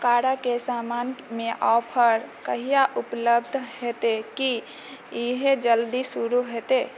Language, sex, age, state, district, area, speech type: Maithili, female, 18-30, Bihar, Purnia, rural, read